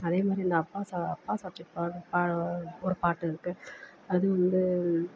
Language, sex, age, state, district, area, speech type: Tamil, female, 45-60, Tamil Nadu, Perambalur, rural, spontaneous